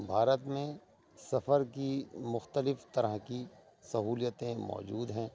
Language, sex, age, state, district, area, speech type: Urdu, male, 45-60, Delhi, East Delhi, urban, spontaneous